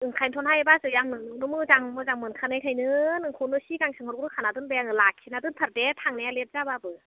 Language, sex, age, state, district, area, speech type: Bodo, female, 30-45, Assam, Udalguri, urban, conversation